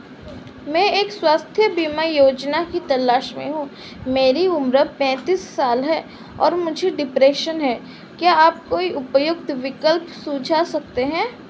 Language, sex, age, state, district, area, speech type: Hindi, female, 18-30, Madhya Pradesh, Seoni, urban, read